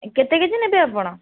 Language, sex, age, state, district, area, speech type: Odia, female, 18-30, Odisha, Bhadrak, rural, conversation